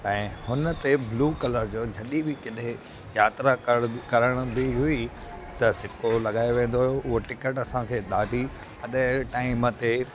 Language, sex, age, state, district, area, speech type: Sindhi, male, 30-45, Gujarat, Surat, urban, spontaneous